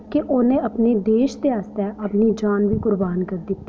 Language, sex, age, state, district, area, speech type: Dogri, female, 18-30, Jammu and Kashmir, Udhampur, rural, spontaneous